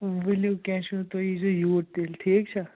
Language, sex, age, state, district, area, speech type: Kashmiri, female, 18-30, Jammu and Kashmir, Anantnag, rural, conversation